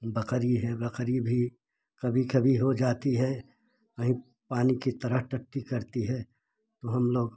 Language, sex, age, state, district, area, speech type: Hindi, male, 60+, Uttar Pradesh, Prayagraj, rural, spontaneous